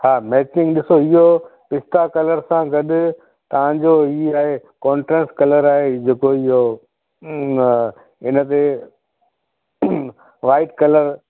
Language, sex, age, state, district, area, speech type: Sindhi, male, 45-60, Gujarat, Kutch, rural, conversation